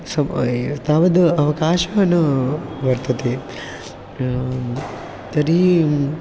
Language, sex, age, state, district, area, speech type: Sanskrit, male, 18-30, Maharashtra, Chandrapur, rural, spontaneous